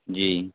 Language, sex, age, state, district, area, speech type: Urdu, male, 18-30, Uttar Pradesh, Saharanpur, urban, conversation